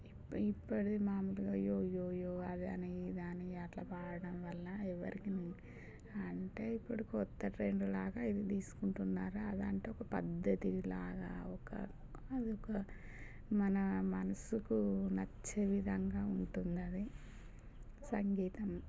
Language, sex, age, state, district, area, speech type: Telugu, female, 30-45, Telangana, Warangal, rural, spontaneous